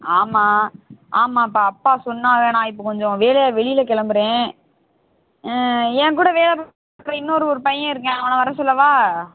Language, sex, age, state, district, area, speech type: Tamil, female, 18-30, Tamil Nadu, Sivaganga, rural, conversation